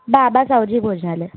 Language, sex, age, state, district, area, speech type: Marathi, female, 30-45, Maharashtra, Nagpur, urban, conversation